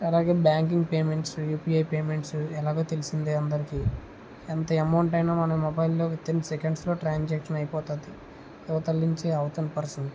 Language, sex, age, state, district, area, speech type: Telugu, male, 60+, Andhra Pradesh, Vizianagaram, rural, spontaneous